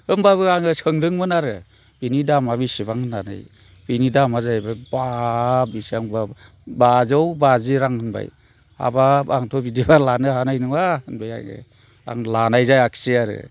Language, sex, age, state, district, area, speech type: Bodo, male, 45-60, Assam, Chirang, urban, spontaneous